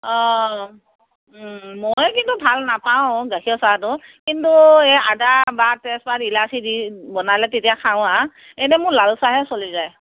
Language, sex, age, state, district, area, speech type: Assamese, female, 45-60, Assam, Morigaon, rural, conversation